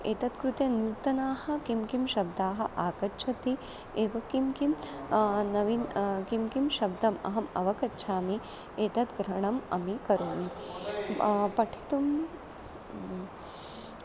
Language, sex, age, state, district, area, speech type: Sanskrit, female, 30-45, Maharashtra, Nagpur, urban, spontaneous